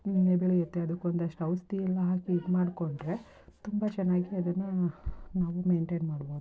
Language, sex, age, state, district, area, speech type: Kannada, female, 30-45, Karnataka, Mysore, rural, spontaneous